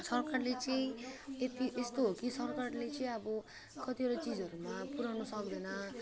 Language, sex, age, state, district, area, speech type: Nepali, female, 18-30, West Bengal, Alipurduar, urban, spontaneous